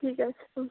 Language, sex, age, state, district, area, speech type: Bengali, female, 18-30, West Bengal, Bankura, rural, conversation